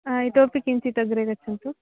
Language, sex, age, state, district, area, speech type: Sanskrit, female, 18-30, Karnataka, Uttara Kannada, rural, conversation